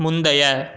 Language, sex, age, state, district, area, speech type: Tamil, male, 18-30, Tamil Nadu, Salem, urban, read